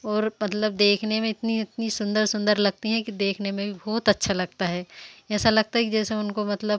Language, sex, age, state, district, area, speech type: Hindi, female, 45-60, Madhya Pradesh, Seoni, urban, spontaneous